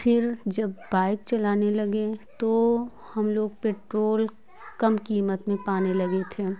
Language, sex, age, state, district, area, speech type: Hindi, female, 30-45, Uttar Pradesh, Prayagraj, rural, spontaneous